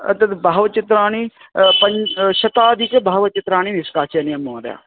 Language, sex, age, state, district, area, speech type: Sanskrit, male, 30-45, Karnataka, Vijayapura, urban, conversation